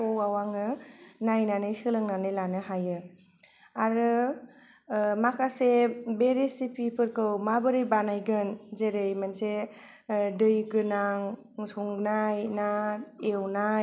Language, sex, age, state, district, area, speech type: Bodo, female, 18-30, Assam, Kokrajhar, rural, spontaneous